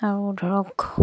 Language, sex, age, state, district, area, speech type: Assamese, female, 45-60, Assam, Dibrugarh, rural, spontaneous